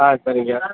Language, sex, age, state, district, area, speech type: Tamil, male, 18-30, Tamil Nadu, Madurai, rural, conversation